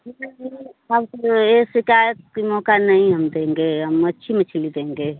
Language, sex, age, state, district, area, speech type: Hindi, female, 45-60, Uttar Pradesh, Mau, rural, conversation